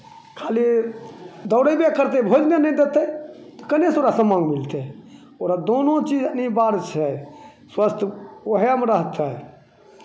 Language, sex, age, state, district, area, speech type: Maithili, male, 60+, Bihar, Begusarai, urban, spontaneous